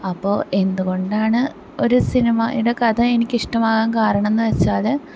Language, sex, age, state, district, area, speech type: Malayalam, female, 18-30, Kerala, Thrissur, urban, spontaneous